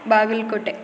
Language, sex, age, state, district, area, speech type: Kannada, female, 18-30, Karnataka, Tumkur, rural, spontaneous